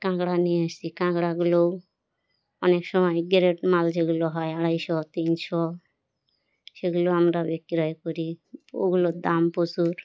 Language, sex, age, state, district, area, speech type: Bengali, female, 30-45, West Bengal, Birbhum, urban, spontaneous